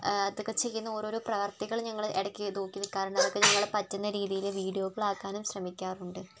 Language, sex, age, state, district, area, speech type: Malayalam, female, 18-30, Kerala, Wayanad, rural, spontaneous